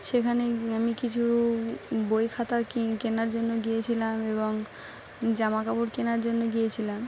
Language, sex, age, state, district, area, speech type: Bengali, female, 18-30, West Bengal, Dakshin Dinajpur, urban, spontaneous